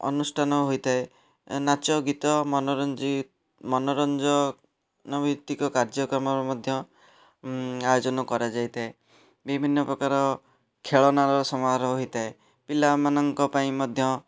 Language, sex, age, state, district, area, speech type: Odia, male, 30-45, Odisha, Puri, urban, spontaneous